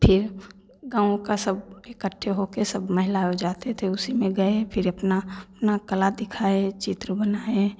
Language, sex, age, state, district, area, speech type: Hindi, female, 18-30, Bihar, Samastipur, urban, spontaneous